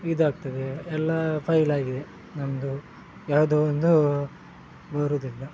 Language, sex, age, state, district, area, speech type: Kannada, male, 30-45, Karnataka, Udupi, rural, spontaneous